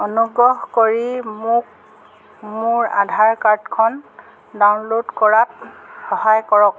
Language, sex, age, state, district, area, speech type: Assamese, female, 45-60, Assam, Jorhat, urban, read